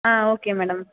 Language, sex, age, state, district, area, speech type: Tamil, female, 18-30, Tamil Nadu, Tiruvarur, rural, conversation